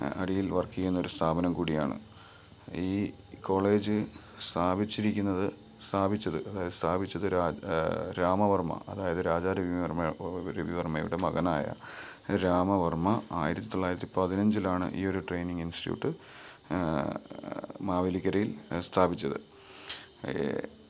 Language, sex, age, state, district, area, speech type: Malayalam, male, 30-45, Kerala, Kottayam, rural, spontaneous